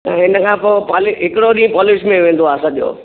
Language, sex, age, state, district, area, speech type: Sindhi, male, 60+, Gujarat, Kutch, rural, conversation